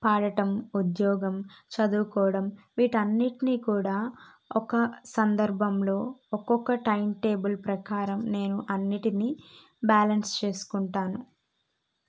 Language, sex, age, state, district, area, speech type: Telugu, female, 18-30, Andhra Pradesh, Kadapa, urban, spontaneous